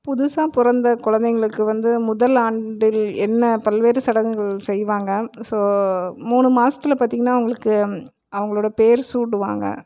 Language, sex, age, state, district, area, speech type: Tamil, female, 30-45, Tamil Nadu, Erode, rural, spontaneous